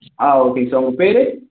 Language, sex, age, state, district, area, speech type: Tamil, male, 18-30, Tamil Nadu, Thanjavur, rural, conversation